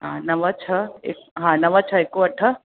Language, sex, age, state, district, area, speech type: Sindhi, female, 30-45, Uttar Pradesh, Lucknow, urban, conversation